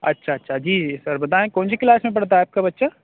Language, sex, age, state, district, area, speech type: Urdu, male, 30-45, Uttar Pradesh, Aligarh, urban, conversation